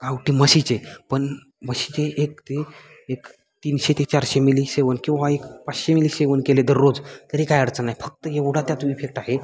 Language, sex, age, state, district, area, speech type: Marathi, male, 18-30, Maharashtra, Satara, rural, spontaneous